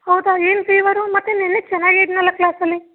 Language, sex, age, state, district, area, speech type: Kannada, female, 18-30, Karnataka, Chamarajanagar, rural, conversation